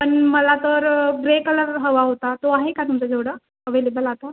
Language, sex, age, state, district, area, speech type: Marathi, female, 18-30, Maharashtra, Nagpur, urban, conversation